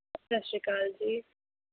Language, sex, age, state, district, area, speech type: Punjabi, female, 30-45, Punjab, Mohali, rural, conversation